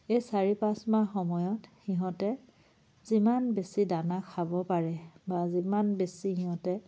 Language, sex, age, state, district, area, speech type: Assamese, female, 30-45, Assam, Charaideo, rural, spontaneous